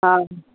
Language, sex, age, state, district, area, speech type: Odia, female, 45-60, Odisha, Sundergarh, rural, conversation